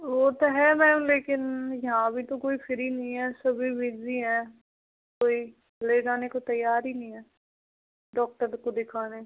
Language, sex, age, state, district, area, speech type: Hindi, female, 18-30, Rajasthan, Karauli, rural, conversation